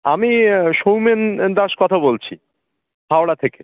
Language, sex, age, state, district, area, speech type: Bengali, male, 30-45, West Bengal, Howrah, urban, conversation